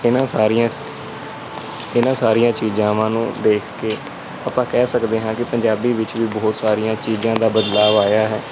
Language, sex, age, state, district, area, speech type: Punjabi, male, 18-30, Punjab, Kapurthala, rural, spontaneous